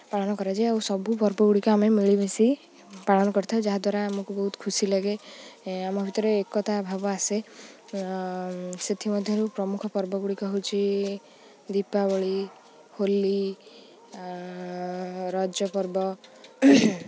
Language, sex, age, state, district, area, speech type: Odia, female, 18-30, Odisha, Jagatsinghpur, rural, spontaneous